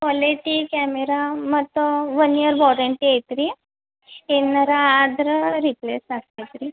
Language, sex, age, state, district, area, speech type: Kannada, female, 18-30, Karnataka, Belgaum, rural, conversation